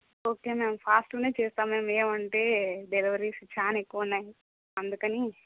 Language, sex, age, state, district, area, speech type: Telugu, female, 18-30, Telangana, Peddapalli, rural, conversation